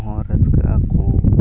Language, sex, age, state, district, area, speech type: Santali, male, 18-30, Jharkhand, Pakur, rural, spontaneous